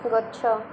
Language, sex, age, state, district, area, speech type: Odia, female, 18-30, Odisha, Koraput, urban, read